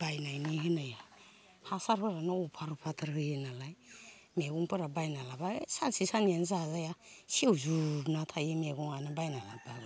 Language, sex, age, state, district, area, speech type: Bodo, female, 45-60, Assam, Baksa, rural, spontaneous